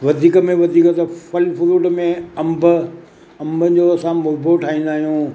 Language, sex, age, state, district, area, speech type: Sindhi, male, 60+, Maharashtra, Mumbai Suburban, urban, spontaneous